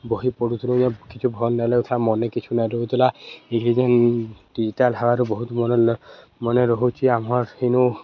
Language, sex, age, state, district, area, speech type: Odia, male, 18-30, Odisha, Subarnapur, urban, spontaneous